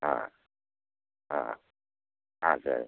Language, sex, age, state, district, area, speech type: Tamil, male, 60+, Tamil Nadu, Namakkal, rural, conversation